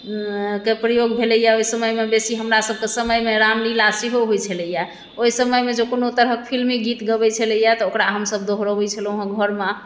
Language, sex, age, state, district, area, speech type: Maithili, female, 30-45, Bihar, Madhubani, urban, spontaneous